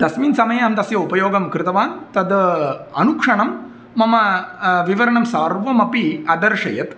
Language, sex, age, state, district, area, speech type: Sanskrit, male, 30-45, Tamil Nadu, Tirunelveli, rural, spontaneous